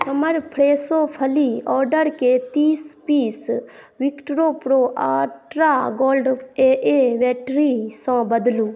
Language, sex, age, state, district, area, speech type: Maithili, female, 30-45, Bihar, Saharsa, rural, read